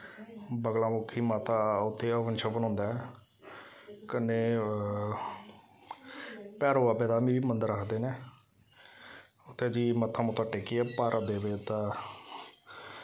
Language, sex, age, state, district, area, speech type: Dogri, male, 30-45, Jammu and Kashmir, Samba, rural, spontaneous